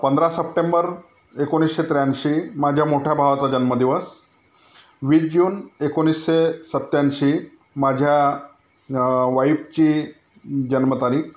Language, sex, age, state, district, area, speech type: Marathi, male, 30-45, Maharashtra, Amravati, rural, spontaneous